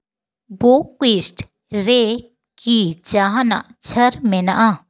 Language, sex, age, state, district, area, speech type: Santali, female, 18-30, West Bengal, Paschim Bardhaman, rural, read